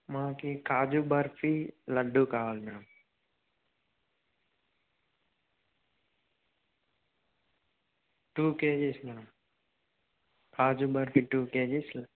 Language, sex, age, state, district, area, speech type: Telugu, male, 18-30, Andhra Pradesh, Nandyal, rural, conversation